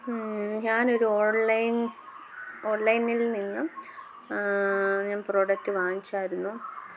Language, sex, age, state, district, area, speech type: Malayalam, female, 18-30, Kerala, Kottayam, rural, spontaneous